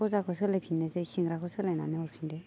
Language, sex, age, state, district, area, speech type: Bodo, female, 18-30, Assam, Baksa, rural, spontaneous